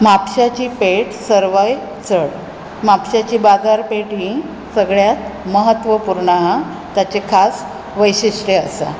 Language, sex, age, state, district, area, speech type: Goan Konkani, female, 45-60, Goa, Bardez, urban, spontaneous